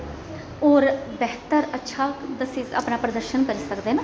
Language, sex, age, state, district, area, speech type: Dogri, female, 30-45, Jammu and Kashmir, Jammu, urban, spontaneous